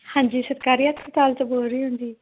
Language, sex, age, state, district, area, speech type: Punjabi, female, 18-30, Punjab, Mansa, urban, conversation